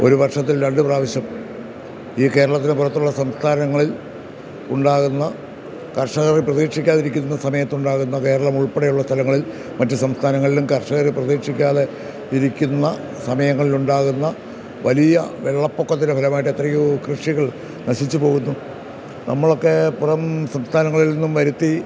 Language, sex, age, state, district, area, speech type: Malayalam, male, 60+, Kerala, Kottayam, rural, spontaneous